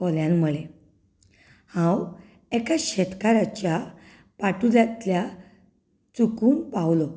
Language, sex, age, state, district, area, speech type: Goan Konkani, female, 30-45, Goa, Canacona, rural, spontaneous